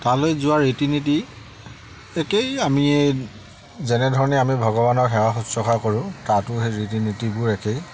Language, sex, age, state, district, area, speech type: Assamese, male, 45-60, Assam, Charaideo, rural, spontaneous